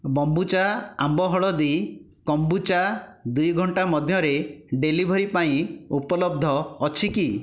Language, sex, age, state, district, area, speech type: Odia, male, 60+, Odisha, Khordha, rural, read